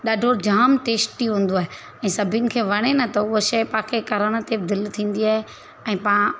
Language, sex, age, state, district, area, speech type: Sindhi, female, 30-45, Gujarat, Surat, urban, spontaneous